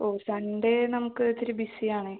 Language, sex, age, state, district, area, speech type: Malayalam, female, 18-30, Kerala, Thrissur, rural, conversation